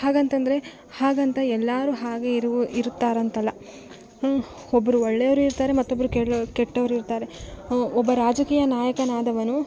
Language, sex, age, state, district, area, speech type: Kannada, female, 18-30, Karnataka, Bellary, rural, spontaneous